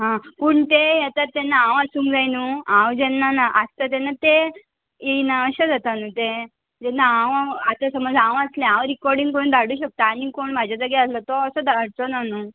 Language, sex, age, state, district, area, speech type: Goan Konkani, female, 18-30, Goa, Murmgao, rural, conversation